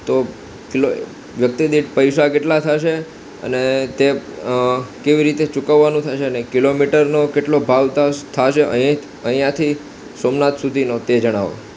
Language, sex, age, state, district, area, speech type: Gujarati, male, 18-30, Gujarat, Ahmedabad, urban, spontaneous